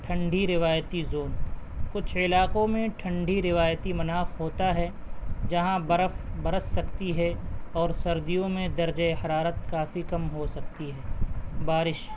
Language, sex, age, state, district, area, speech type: Urdu, male, 18-30, Bihar, Purnia, rural, spontaneous